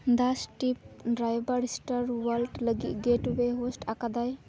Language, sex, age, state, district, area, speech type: Santali, female, 18-30, West Bengal, Dakshin Dinajpur, rural, read